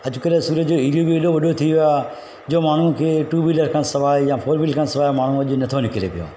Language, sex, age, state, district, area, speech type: Sindhi, male, 45-60, Gujarat, Surat, urban, spontaneous